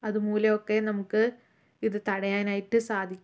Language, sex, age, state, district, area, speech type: Malayalam, female, 18-30, Kerala, Palakkad, rural, spontaneous